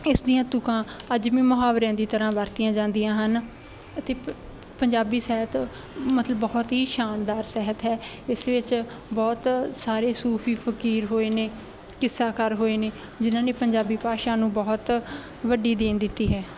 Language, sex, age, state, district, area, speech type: Punjabi, female, 18-30, Punjab, Bathinda, rural, spontaneous